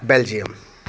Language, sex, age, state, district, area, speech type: Hindi, male, 30-45, Bihar, Muzaffarpur, rural, spontaneous